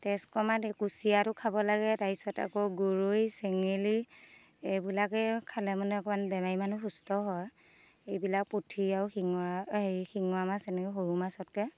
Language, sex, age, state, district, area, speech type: Assamese, female, 30-45, Assam, Dhemaji, rural, spontaneous